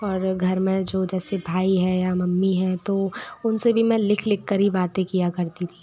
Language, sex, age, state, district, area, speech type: Hindi, female, 30-45, Madhya Pradesh, Bhopal, urban, spontaneous